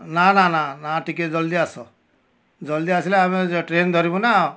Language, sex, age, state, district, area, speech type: Odia, male, 60+, Odisha, Kendujhar, urban, spontaneous